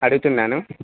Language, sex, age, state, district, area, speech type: Telugu, male, 30-45, Andhra Pradesh, Srikakulam, urban, conversation